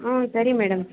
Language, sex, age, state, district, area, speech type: Kannada, female, 18-30, Karnataka, Kolar, rural, conversation